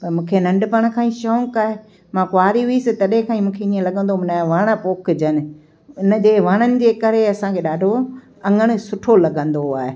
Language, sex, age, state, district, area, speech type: Sindhi, female, 60+, Gujarat, Kutch, rural, spontaneous